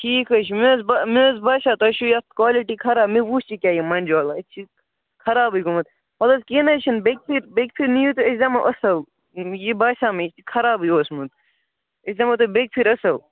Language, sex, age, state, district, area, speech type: Kashmiri, female, 45-60, Jammu and Kashmir, Baramulla, rural, conversation